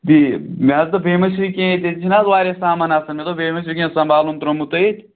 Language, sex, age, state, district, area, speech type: Kashmiri, male, 18-30, Jammu and Kashmir, Pulwama, rural, conversation